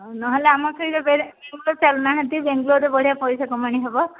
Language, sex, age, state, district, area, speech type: Odia, female, 45-60, Odisha, Gajapati, rural, conversation